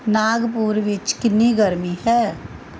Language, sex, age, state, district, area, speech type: Punjabi, female, 45-60, Punjab, Mohali, urban, read